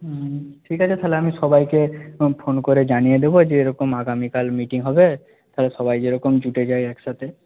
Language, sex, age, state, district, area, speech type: Bengali, male, 18-30, West Bengal, Nadia, rural, conversation